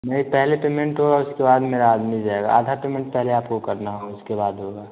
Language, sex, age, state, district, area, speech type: Hindi, male, 18-30, Bihar, Vaishali, rural, conversation